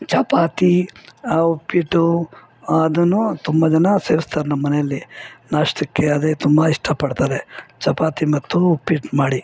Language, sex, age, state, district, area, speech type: Kannada, female, 60+, Karnataka, Bangalore Urban, rural, spontaneous